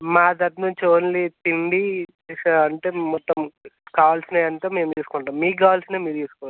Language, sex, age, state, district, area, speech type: Telugu, male, 18-30, Telangana, Nirmal, rural, conversation